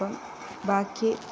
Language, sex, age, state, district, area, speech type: Malayalam, female, 45-60, Kerala, Kozhikode, rural, spontaneous